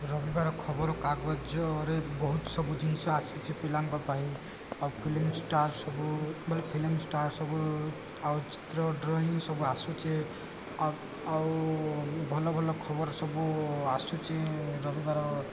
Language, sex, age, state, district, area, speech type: Odia, male, 18-30, Odisha, Koraput, urban, spontaneous